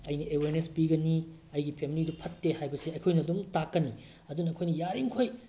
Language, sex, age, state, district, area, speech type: Manipuri, male, 18-30, Manipur, Bishnupur, rural, spontaneous